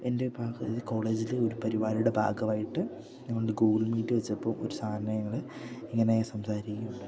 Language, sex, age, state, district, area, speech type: Malayalam, male, 18-30, Kerala, Idukki, rural, spontaneous